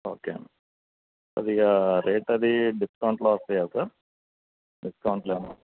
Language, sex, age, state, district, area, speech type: Telugu, male, 45-60, Andhra Pradesh, N T Rama Rao, urban, conversation